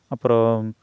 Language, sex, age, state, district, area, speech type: Tamil, male, 30-45, Tamil Nadu, Coimbatore, rural, spontaneous